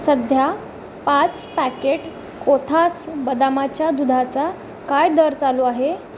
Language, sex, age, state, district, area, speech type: Marathi, female, 30-45, Maharashtra, Mumbai Suburban, urban, read